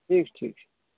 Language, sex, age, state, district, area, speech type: Kashmiri, male, 18-30, Jammu and Kashmir, Budgam, rural, conversation